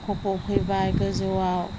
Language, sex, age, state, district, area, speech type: Bodo, female, 45-60, Assam, Chirang, rural, spontaneous